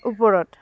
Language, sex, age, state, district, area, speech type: Assamese, female, 18-30, Assam, Dibrugarh, rural, spontaneous